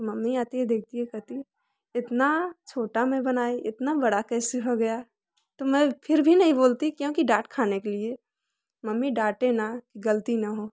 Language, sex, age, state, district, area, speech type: Hindi, female, 18-30, Uttar Pradesh, Prayagraj, rural, spontaneous